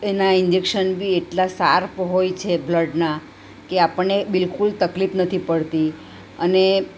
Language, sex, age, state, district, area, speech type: Gujarati, female, 60+, Gujarat, Ahmedabad, urban, spontaneous